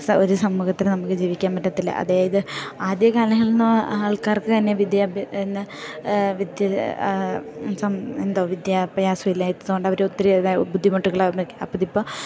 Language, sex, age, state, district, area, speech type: Malayalam, female, 18-30, Kerala, Idukki, rural, spontaneous